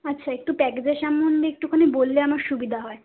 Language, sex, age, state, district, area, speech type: Bengali, female, 18-30, West Bengal, Kolkata, urban, conversation